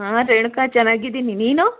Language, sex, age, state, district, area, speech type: Kannada, female, 30-45, Karnataka, Bangalore Urban, urban, conversation